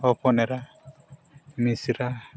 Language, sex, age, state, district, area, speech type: Santali, male, 45-60, Odisha, Mayurbhanj, rural, spontaneous